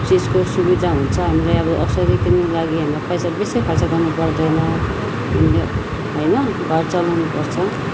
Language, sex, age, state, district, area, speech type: Nepali, female, 30-45, West Bengal, Darjeeling, rural, spontaneous